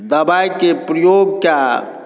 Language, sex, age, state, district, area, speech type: Maithili, male, 45-60, Bihar, Saharsa, urban, spontaneous